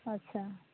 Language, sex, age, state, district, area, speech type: Maithili, female, 60+, Bihar, Madhepura, rural, conversation